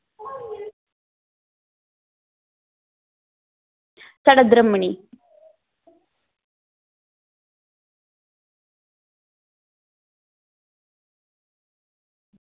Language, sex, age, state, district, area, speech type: Dogri, female, 18-30, Jammu and Kashmir, Kathua, rural, conversation